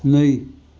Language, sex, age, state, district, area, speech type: Bodo, male, 60+, Assam, Chirang, rural, read